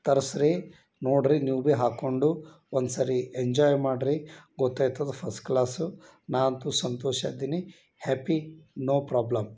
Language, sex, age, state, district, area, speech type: Kannada, male, 30-45, Karnataka, Bidar, urban, spontaneous